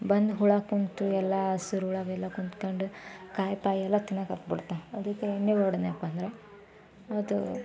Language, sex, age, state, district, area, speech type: Kannada, female, 18-30, Karnataka, Koppal, rural, spontaneous